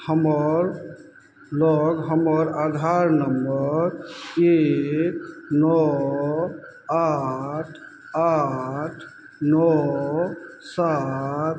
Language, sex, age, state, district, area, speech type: Maithili, male, 45-60, Bihar, Madhubani, rural, read